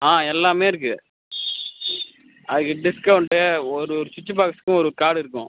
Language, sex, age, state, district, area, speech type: Tamil, male, 18-30, Tamil Nadu, Cuddalore, rural, conversation